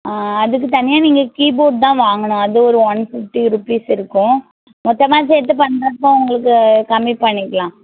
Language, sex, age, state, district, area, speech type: Tamil, female, 18-30, Tamil Nadu, Tirunelveli, urban, conversation